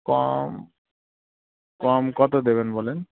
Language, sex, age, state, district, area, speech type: Bengali, male, 18-30, West Bengal, Murshidabad, urban, conversation